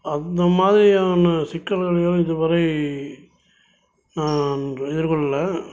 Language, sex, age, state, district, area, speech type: Tamil, male, 60+, Tamil Nadu, Salem, urban, spontaneous